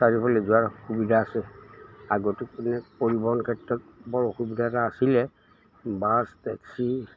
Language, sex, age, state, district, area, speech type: Assamese, male, 60+, Assam, Udalguri, rural, spontaneous